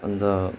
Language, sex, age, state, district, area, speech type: Nepali, male, 18-30, West Bengal, Darjeeling, rural, spontaneous